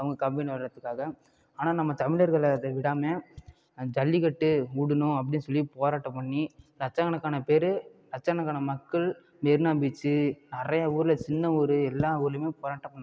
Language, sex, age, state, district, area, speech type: Tamil, male, 30-45, Tamil Nadu, Ariyalur, rural, spontaneous